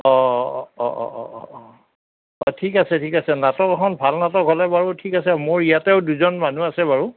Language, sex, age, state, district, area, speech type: Assamese, male, 60+, Assam, Darrang, rural, conversation